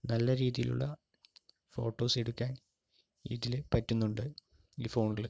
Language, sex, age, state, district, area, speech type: Malayalam, male, 30-45, Kerala, Palakkad, rural, spontaneous